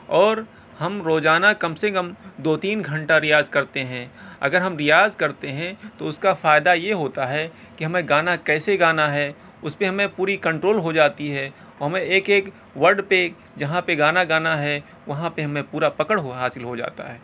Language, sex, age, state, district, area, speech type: Urdu, male, 30-45, Uttar Pradesh, Balrampur, rural, spontaneous